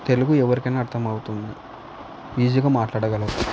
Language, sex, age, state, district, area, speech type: Telugu, male, 18-30, Andhra Pradesh, Nandyal, urban, spontaneous